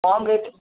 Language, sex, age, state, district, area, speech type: Bengali, male, 30-45, West Bengal, Purba Bardhaman, urban, conversation